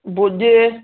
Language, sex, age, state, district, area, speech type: Sindhi, female, 45-60, Gujarat, Kutch, rural, conversation